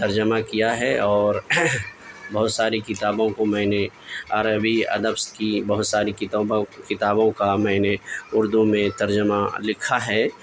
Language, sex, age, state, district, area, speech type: Urdu, male, 30-45, Delhi, South Delhi, urban, spontaneous